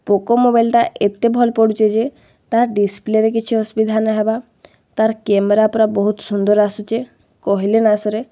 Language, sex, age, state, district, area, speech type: Odia, female, 18-30, Odisha, Boudh, rural, spontaneous